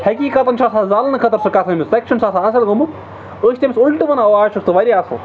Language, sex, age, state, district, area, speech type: Kashmiri, male, 45-60, Jammu and Kashmir, Baramulla, rural, spontaneous